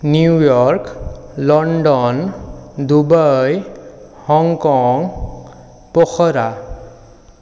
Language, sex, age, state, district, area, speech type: Assamese, male, 30-45, Assam, Sonitpur, rural, spontaneous